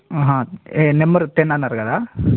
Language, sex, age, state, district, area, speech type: Telugu, male, 18-30, Telangana, Nagarkurnool, urban, conversation